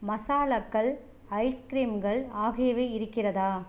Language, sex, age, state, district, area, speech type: Tamil, female, 30-45, Tamil Nadu, Tiruchirappalli, rural, read